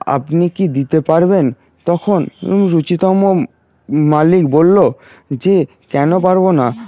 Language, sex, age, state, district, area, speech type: Bengali, male, 18-30, West Bengal, Paschim Medinipur, rural, spontaneous